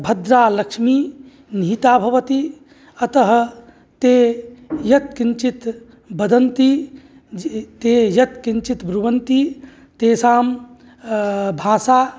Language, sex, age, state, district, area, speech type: Sanskrit, male, 45-60, Uttar Pradesh, Mirzapur, urban, spontaneous